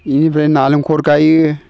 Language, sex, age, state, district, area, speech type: Bodo, male, 60+, Assam, Baksa, urban, spontaneous